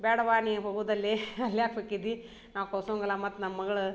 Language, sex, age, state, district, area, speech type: Kannada, female, 30-45, Karnataka, Dharwad, urban, spontaneous